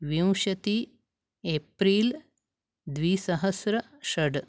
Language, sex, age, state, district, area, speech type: Sanskrit, female, 60+, Karnataka, Uttara Kannada, urban, spontaneous